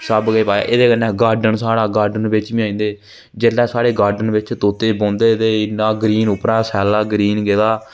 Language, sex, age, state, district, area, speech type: Dogri, male, 18-30, Jammu and Kashmir, Jammu, rural, spontaneous